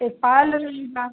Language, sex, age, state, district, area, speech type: Hindi, female, 45-60, Uttar Pradesh, Mau, rural, conversation